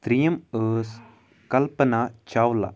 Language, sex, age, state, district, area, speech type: Kashmiri, male, 18-30, Jammu and Kashmir, Kupwara, rural, spontaneous